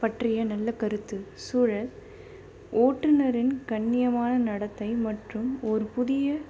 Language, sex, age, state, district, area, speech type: Tamil, female, 18-30, Tamil Nadu, Chennai, urban, spontaneous